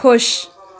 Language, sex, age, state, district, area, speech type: Punjabi, female, 18-30, Punjab, Tarn Taran, rural, read